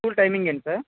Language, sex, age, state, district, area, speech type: Telugu, male, 18-30, Andhra Pradesh, Srikakulam, rural, conversation